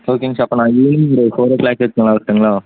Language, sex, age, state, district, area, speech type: Tamil, male, 18-30, Tamil Nadu, Tiruppur, rural, conversation